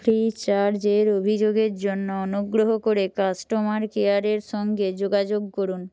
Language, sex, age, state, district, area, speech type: Bengali, female, 45-60, West Bengal, Jhargram, rural, read